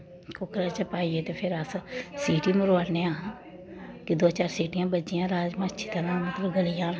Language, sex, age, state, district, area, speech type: Dogri, female, 30-45, Jammu and Kashmir, Samba, urban, spontaneous